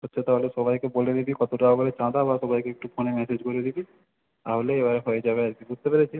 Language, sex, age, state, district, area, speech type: Bengali, male, 18-30, West Bengal, South 24 Parganas, rural, conversation